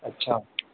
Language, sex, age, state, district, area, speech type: Sindhi, male, 18-30, Madhya Pradesh, Katni, rural, conversation